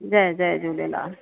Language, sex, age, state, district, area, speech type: Sindhi, female, 30-45, Rajasthan, Ajmer, urban, conversation